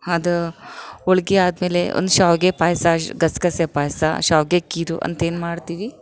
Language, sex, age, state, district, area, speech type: Kannada, female, 45-60, Karnataka, Vijayanagara, rural, spontaneous